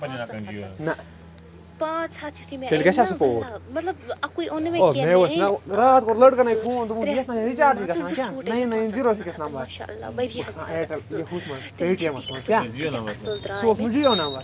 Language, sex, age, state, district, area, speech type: Kashmiri, female, 18-30, Jammu and Kashmir, Bandipora, rural, spontaneous